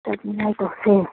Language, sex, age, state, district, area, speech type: Manipuri, female, 18-30, Manipur, Kangpokpi, urban, conversation